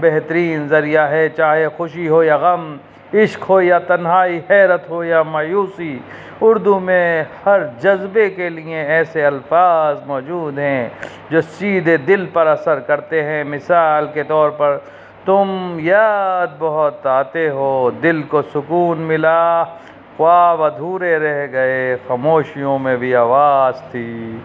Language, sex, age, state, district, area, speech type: Urdu, male, 30-45, Uttar Pradesh, Rampur, urban, spontaneous